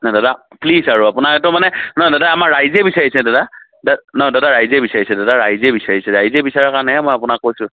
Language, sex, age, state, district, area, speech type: Assamese, male, 45-60, Assam, Darrang, urban, conversation